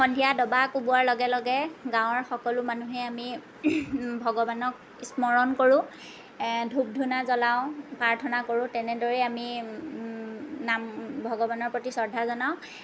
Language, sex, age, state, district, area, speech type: Assamese, female, 30-45, Assam, Lakhimpur, rural, spontaneous